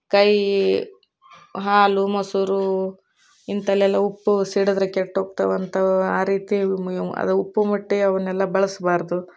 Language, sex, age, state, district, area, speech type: Kannada, female, 30-45, Karnataka, Koppal, urban, spontaneous